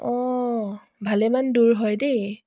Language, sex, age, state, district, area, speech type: Assamese, female, 45-60, Assam, Dibrugarh, rural, spontaneous